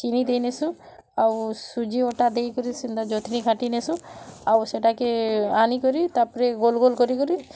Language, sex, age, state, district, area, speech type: Odia, female, 30-45, Odisha, Bargarh, urban, spontaneous